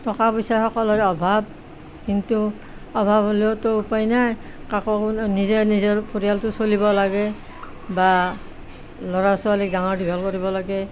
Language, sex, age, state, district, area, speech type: Assamese, female, 60+, Assam, Nalbari, rural, spontaneous